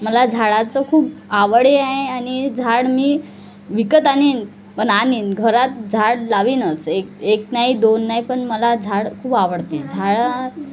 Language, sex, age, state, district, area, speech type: Marathi, female, 30-45, Maharashtra, Wardha, rural, spontaneous